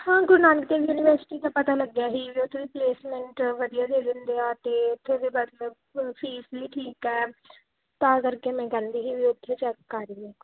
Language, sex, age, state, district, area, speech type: Punjabi, female, 18-30, Punjab, Muktsar, rural, conversation